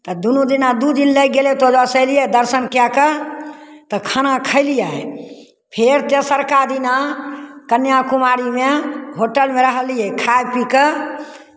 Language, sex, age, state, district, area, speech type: Maithili, female, 60+, Bihar, Begusarai, rural, spontaneous